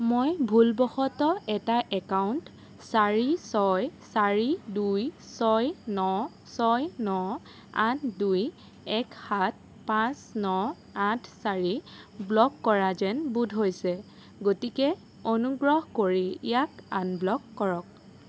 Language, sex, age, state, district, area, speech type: Assamese, female, 18-30, Assam, Sonitpur, rural, read